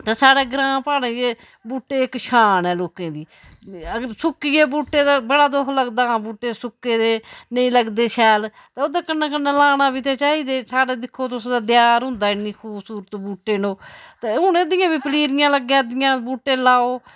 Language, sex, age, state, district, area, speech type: Dogri, female, 60+, Jammu and Kashmir, Udhampur, rural, spontaneous